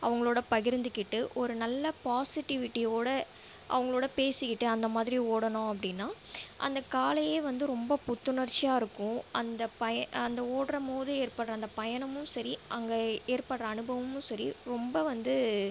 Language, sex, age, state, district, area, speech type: Tamil, female, 18-30, Tamil Nadu, Viluppuram, rural, spontaneous